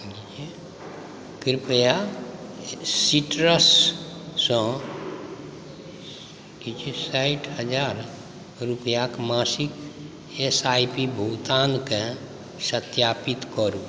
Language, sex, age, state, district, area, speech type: Maithili, male, 45-60, Bihar, Supaul, rural, read